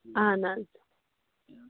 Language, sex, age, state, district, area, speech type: Kashmiri, female, 18-30, Jammu and Kashmir, Anantnag, rural, conversation